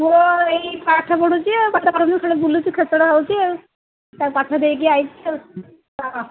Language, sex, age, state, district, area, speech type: Odia, female, 45-60, Odisha, Jagatsinghpur, rural, conversation